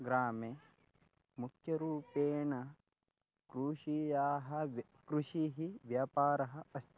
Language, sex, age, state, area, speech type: Sanskrit, male, 18-30, Maharashtra, rural, spontaneous